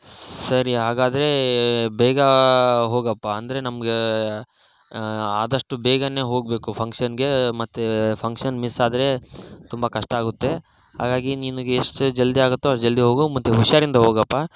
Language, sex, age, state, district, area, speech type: Kannada, male, 30-45, Karnataka, Tumkur, urban, spontaneous